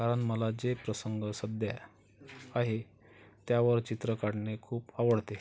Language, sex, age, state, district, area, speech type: Marathi, male, 45-60, Maharashtra, Amravati, rural, spontaneous